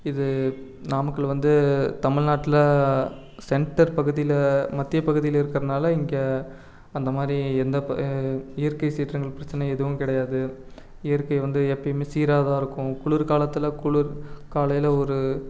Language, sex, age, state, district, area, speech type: Tamil, male, 18-30, Tamil Nadu, Namakkal, urban, spontaneous